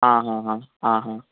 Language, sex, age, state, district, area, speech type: Goan Konkani, male, 30-45, Goa, Canacona, rural, conversation